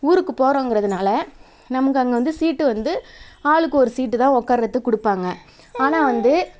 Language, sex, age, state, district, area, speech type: Tamil, female, 30-45, Tamil Nadu, Tiruvarur, urban, spontaneous